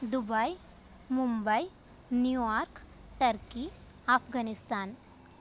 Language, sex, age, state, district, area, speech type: Kannada, female, 30-45, Karnataka, Tumkur, rural, spontaneous